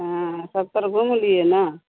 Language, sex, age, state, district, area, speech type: Hindi, female, 45-60, Bihar, Vaishali, rural, conversation